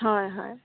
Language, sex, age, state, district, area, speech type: Assamese, female, 18-30, Assam, Dibrugarh, rural, conversation